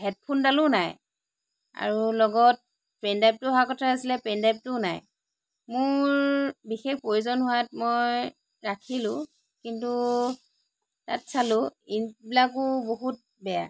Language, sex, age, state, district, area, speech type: Assamese, female, 30-45, Assam, Lakhimpur, rural, spontaneous